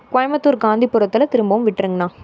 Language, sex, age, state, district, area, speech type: Tamil, female, 18-30, Tamil Nadu, Tiruppur, rural, spontaneous